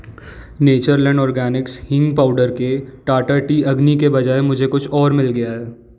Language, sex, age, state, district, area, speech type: Hindi, male, 18-30, Madhya Pradesh, Jabalpur, urban, read